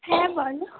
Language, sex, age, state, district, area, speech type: Bengali, female, 18-30, West Bengal, Alipurduar, rural, conversation